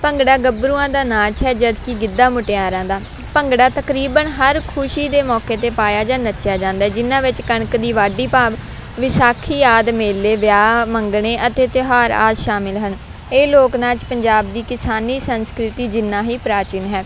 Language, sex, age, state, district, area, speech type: Punjabi, female, 18-30, Punjab, Faridkot, rural, spontaneous